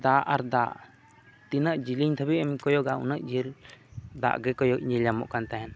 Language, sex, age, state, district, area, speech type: Santali, male, 30-45, Jharkhand, East Singhbhum, rural, spontaneous